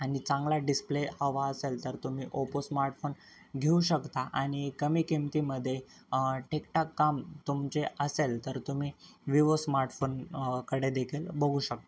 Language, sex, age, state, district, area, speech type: Marathi, male, 18-30, Maharashtra, Nanded, rural, spontaneous